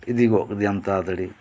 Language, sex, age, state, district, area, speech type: Santali, male, 45-60, West Bengal, Birbhum, rural, spontaneous